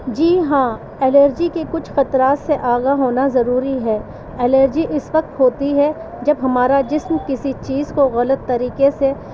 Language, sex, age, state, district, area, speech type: Urdu, female, 45-60, Delhi, East Delhi, urban, spontaneous